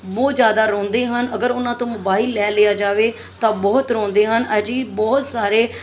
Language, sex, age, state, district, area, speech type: Punjabi, female, 30-45, Punjab, Mansa, urban, spontaneous